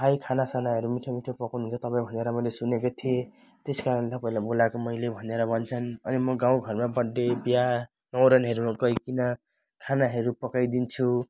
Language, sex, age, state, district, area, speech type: Nepali, male, 18-30, West Bengal, Jalpaiguri, rural, spontaneous